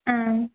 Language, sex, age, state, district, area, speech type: Tamil, female, 18-30, Tamil Nadu, Erode, rural, conversation